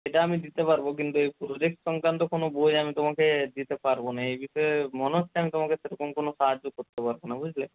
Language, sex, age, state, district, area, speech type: Bengali, male, 30-45, West Bengal, Purba Medinipur, rural, conversation